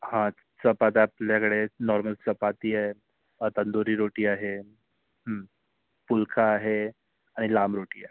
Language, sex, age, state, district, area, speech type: Marathi, male, 30-45, Maharashtra, Yavatmal, urban, conversation